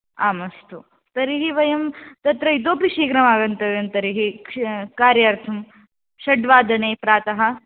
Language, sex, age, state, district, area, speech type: Sanskrit, female, 18-30, Karnataka, Haveri, rural, conversation